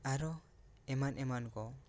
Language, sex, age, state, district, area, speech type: Santali, male, 18-30, West Bengal, Bankura, rural, spontaneous